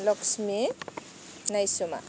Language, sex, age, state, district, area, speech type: Bodo, female, 30-45, Assam, Baksa, rural, spontaneous